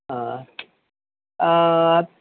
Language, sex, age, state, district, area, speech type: Kannada, male, 45-60, Karnataka, Udupi, rural, conversation